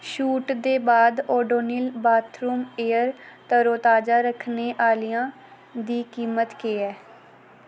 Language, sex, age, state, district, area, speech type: Dogri, female, 18-30, Jammu and Kashmir, Udhampur, rural, read